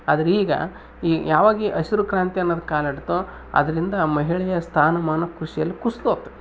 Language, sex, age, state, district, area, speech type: Kannada, male, 30-45, Karnataka, Vijayanagara, rural, spontaneous